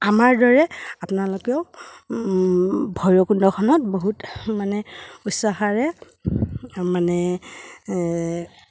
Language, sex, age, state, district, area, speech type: Assamese, female, 30-45, Assam, Udalguri, rural, spontaneous